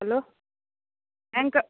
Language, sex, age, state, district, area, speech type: Kannada, female, 60+, Karnataka, Belgaum, rural, conversation